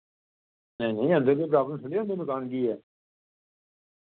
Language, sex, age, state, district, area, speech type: Dogri, male, 45-60, Jammu and Kashmir, Udhampur, rural, conversation